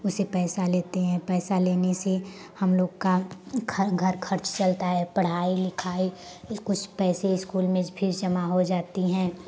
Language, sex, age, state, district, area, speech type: Hindi, female, 18-30, Uttar Pradesh, Prayagraj, rural, spontaneous